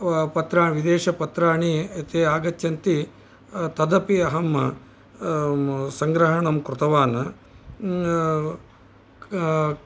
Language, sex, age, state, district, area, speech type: Sanskrit, male, 60+, Karnataka, Bellary, urban, spontaneous